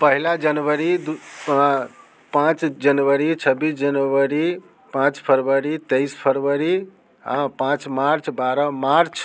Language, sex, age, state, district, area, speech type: Hindi, male, 45-60, Bihar, Muzaffarpur, rural, spontaneous